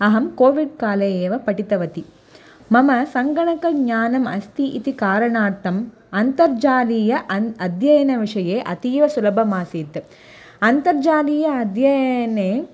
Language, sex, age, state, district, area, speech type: Sanskrit, female, 18-30, Tamil Nadu, Chennai, urban, spontaneous